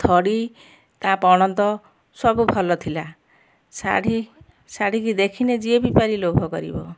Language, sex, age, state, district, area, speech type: Odia, female, 45-60, Odisha, Kendujhar, urban, spontaneous